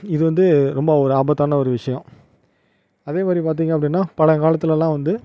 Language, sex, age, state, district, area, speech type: Tamil, male, 45-60, Tamil Nadu, Tiruvarur, rural, spontaneous